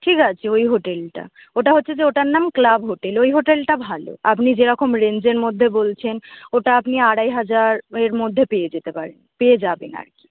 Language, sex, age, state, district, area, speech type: Bengali, female, 18-30, West Bengal, North 24 Parganas, urban, conversation